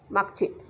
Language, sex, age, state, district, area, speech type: Marathi, female, 30-45, Maharashtra, Nagpur, urban, read